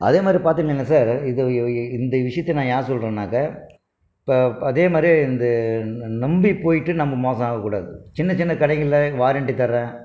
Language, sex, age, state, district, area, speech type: Tamil, male, 60+, Tamil Nadu, Krishnagiri, rural, spontaneous